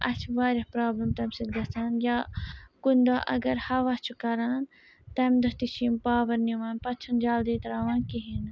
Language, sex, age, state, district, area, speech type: Kashmiri, female, 30-45, Jammu and Kashmir, Srinagar, urban, spontaneous